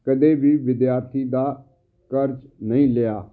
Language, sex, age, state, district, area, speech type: Punjabi, male, 60+, Punjab, Fazilka, rural, spontaneous